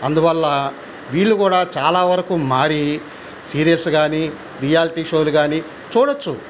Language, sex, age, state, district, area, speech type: Telugu, male, 60+, Andhra Pradesh, Bapatla, urban, spontaneous